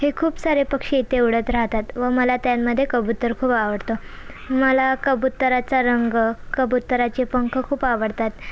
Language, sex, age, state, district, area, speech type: Marathi, female, 18-30, Maharashtra, Thane, urban, spontaneous